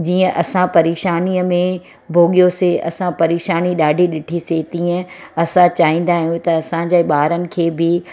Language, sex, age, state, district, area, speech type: Sindhi, female, 45-60, Gujarat, Surat, urban, spontaneous